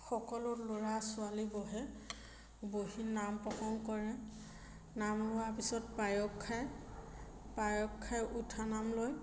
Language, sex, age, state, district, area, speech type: Assamese, female, 30-45, Assam, Majuli, urban, spontaneous